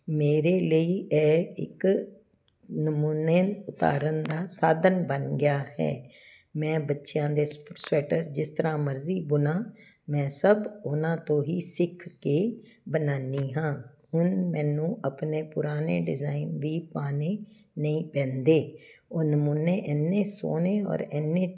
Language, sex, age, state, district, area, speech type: Punjabi, female, 60+, Punjab, Jalandhar, urban, spontaneous